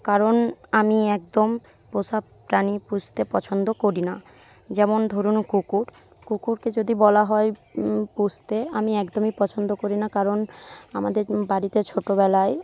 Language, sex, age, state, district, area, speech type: Bengali, female, 18-30, West Bengal, Paschim Medinipur, rural, spontaneous